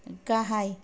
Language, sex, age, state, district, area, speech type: Bodo, female, 30-45, Assam, Kokrajhar, rural, read